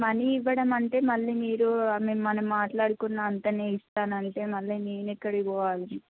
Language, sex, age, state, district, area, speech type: Telugu, female, 18-30, Telangana, Mahabubabad, rural, conversation